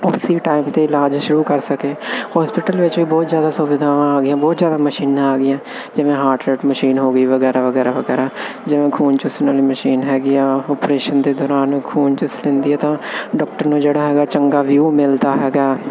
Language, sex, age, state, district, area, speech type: Punjabi, male, 18-30, Punjab, Firozpur, urban, spontaneous